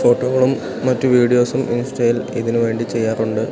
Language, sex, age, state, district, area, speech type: Malayalam, male, 18-30, Kerala, Idukki, rural, spontaneous